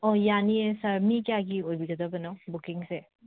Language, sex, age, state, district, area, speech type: Manipuri, female, 45-60, Manipur, Imphal West, urban, conversation